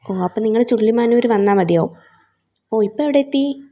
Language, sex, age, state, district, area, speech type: Malayalam, female, 18-30, Kerala, Thiruvananthapuram, rural, spontaneous